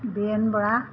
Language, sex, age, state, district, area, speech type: Assamese, female, 60+, Assam, Golaghat, urban, spontaneous